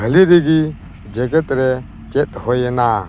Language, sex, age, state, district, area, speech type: Santali, male, 45-60, West Bengal, Dakshin Dinajpur, rural, read